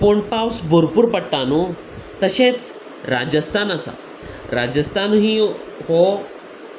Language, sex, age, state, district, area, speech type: Goan Konkani, male, 30-45, Goa, Salcete, urban, spontaneous